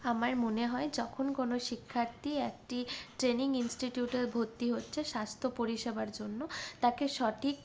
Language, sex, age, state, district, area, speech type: Bengali, female, 45-60, West Bengal, Purulia, urban, spontaneous